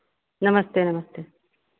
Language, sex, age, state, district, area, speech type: Hindi, female, 60+, Uttar Pradesh, Sitapur, rural, conversation